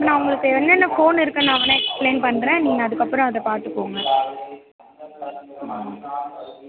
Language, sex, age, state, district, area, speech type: Tamil, female, 18-30, Tamil Nadu, Mayiladuthurai, urban, conversation